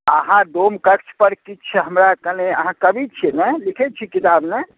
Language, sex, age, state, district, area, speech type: Maithili, male, 45-60, Bihar, Madhubani, rural, conversation